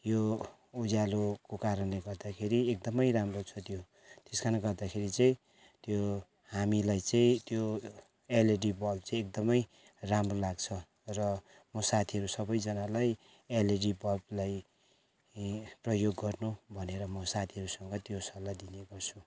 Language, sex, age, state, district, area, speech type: Nepali, male, 45-60, West Bengal, Kalimpong, rural, spontaneous